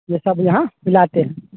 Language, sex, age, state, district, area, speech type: Hindi, male, 30-45, Bihar, Vaishali, rural, conversation